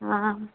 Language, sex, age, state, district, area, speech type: Hindi, female, 30-45, Uttar Pradesh, Prayagraj, urban, conversation